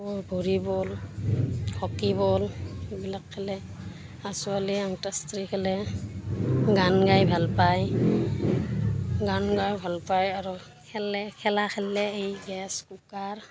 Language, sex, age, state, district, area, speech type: Assamese, female, 30-45, Assam, Barpeta, rural, spontaneous